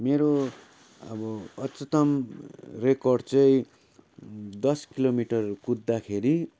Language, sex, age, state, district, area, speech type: Nepali, male, 30-45, West Bengal, Darjeeling, rural, spontaneous